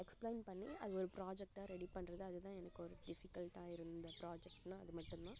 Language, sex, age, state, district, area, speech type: Tamil, female, 18-30, Tamil Nadu, Kallakurichi, urban, spontaneous